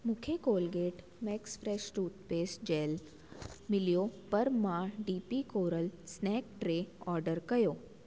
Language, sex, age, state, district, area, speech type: Sindhi, female, 18-30, Delhi, South Delhi, urban, read